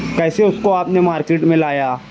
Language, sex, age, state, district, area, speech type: Urdu, male, 18-30, Maharashtra, Nashik, urban, spontaneous